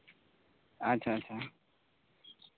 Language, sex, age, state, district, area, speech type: Santali, male, 18-30, Jharkhand, East Singhbhum, rural, conversation